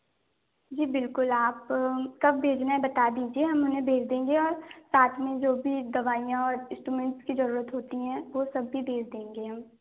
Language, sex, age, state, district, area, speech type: Hindi, female, 18-30, Madhya Pradesh, Balaghat, rural, conversation